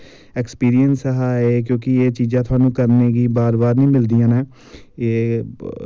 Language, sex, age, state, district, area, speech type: Dogri, male, 18-30, Jammu and Kashmir, Samba, urban, spontaneous